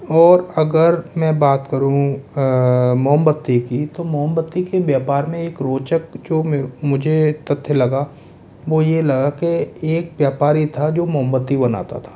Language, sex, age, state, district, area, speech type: Hindi, male, 30-45, Rajasthan, Jaipur, rural, spontaneous